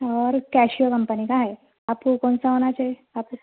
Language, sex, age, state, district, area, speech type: Urdu, female, 30-45, Telangana, Hyderabad, urban, conversation